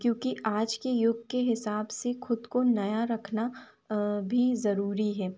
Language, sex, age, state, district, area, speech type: Hindi, female, 18-30, Madhya Pradesh, Chhindwara, urban, spontaneous